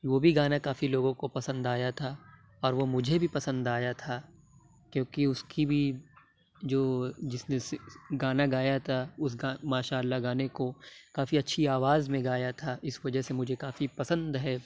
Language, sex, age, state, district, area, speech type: Urdu, male, 30-45, Uttar Pradesh, Lucknow, rural, spontaneous